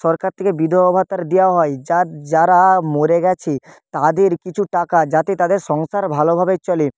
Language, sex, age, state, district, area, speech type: Bengali, male, 30-45, West Bengal, Nadia, rural, spontaneous